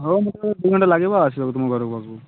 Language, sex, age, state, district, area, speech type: Odia, male, 18-30, Odisha, Malkangiri, urban, conversation